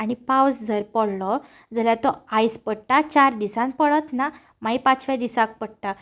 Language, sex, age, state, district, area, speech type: Goan Konkani, female, 18-30, Goa, Ponda, rural, spontaneous